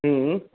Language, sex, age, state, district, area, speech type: Bengali, male, 60+, West Bengal, Paschim Bardhaman, rural, conversation